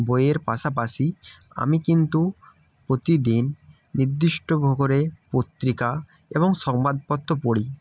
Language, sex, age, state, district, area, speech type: Bengali, male, 30-45, West Bengal, Jalpaiguri, rural, spontaneous